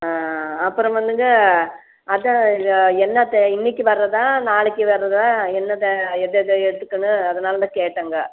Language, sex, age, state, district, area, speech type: Tamil, female, 45-60, Tamil Nadu, Coimbatore, rural, conversation